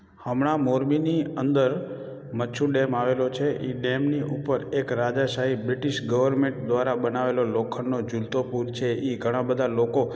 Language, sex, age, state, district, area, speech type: Gujarati, male, 30-45, Gujarat, Morbi, rural, spontaneous